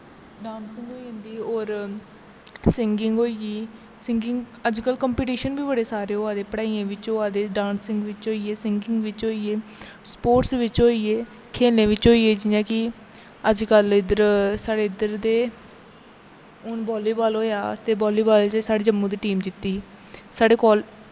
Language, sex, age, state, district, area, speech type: Dogri, female, 18-30, Jammu and Kashmir, Kathua, rural, spontaneous